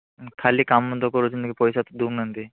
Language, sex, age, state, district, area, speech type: Odia, male, 60+, Odisha, Bhadrak, rural, conversation